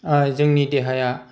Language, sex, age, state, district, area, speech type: Bodo, male, 45-60, Assam, Kokrajhar, rural, spontaneous